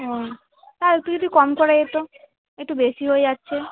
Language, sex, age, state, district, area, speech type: Bengali, female, 18-30, West Bengal, Uttar Dinajpur, rural, conversation